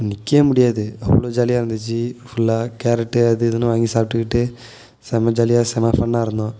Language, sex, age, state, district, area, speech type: Tamil, male, 18-30, Tamil Nadu, Nagapattinam, rural, spontaneous